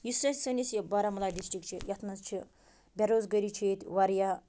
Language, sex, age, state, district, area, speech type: Kashmiri, female, 30-45, Jammu and Kashmir, Baramulla, rural, spontaneous